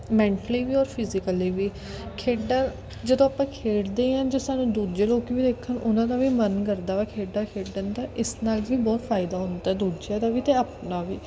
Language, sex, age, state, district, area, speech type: Punjabi, female, 18-30, Punjab, Kapurthala, urban, spontaneous